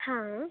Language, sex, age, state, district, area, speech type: Sanskrit, female, 18-30, Karnataka, Vijayanagara, urban, conversation